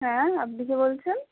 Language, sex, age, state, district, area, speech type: Bengali, female, 60+, West Bengal, Purba Bardhaman, urban, conversation